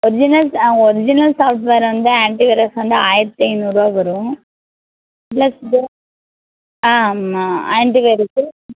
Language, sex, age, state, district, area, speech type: Tamil, female, 18-30, Tamil Nadu, Tirunelveli, urban, conversation